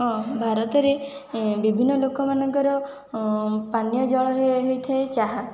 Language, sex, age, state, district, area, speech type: Odia, female, 18-30, Odisha, Khordha, rural, spontaneous